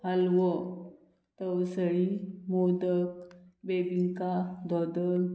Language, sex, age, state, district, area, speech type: Goan Konkani, female, 45-60, Goa, Murmgao, rural, spontaneous